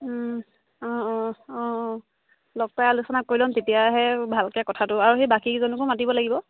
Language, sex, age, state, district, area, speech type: Assamese, female, 18-30, Assam, Charaideo, rural, conversation